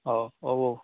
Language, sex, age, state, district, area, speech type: Bodo, male, 30-45, Assam, Udalguri, rural, conversation